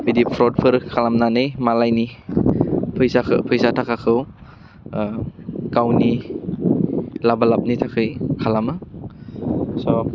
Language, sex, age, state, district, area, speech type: Bodo, male, 18-30, Assam, Udalguri, urban, spontaneous